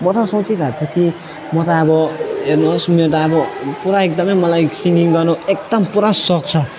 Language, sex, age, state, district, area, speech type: Nepali, male, 18-30, West Bengal, Alipurduar, rural, spontaneous